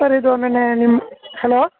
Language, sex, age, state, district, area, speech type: Kannada, male, 18-30, Karnataka, Chamarajanagar, rural, conversation